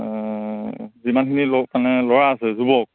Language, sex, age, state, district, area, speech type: Assamese, male, 30-45, Assam, Lakhimpur, rural, conversation